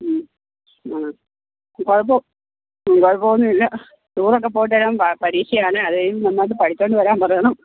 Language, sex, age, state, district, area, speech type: Malayalam, female, 45-60, Kerala, Pathanamthitta, rural, conversation